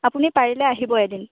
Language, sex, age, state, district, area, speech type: Assamese, female, 18-30, Assam, Lakhimpur, rural, conversation